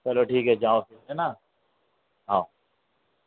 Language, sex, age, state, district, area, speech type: Hindi, male, 30-45, Madhya Pradesh, Harda, urban, conversation